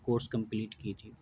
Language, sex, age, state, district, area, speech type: Urdu, male, 18-30, Bihar, Gaya, urban, spontaneous